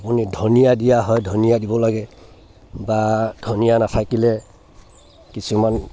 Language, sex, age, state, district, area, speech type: Assamese, male, 60+, Assam, Dhemaji, rural, spontaneous